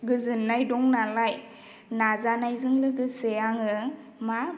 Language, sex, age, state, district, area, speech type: Bodo, female, 18-30, Assam, Baksa, rural, spontaneous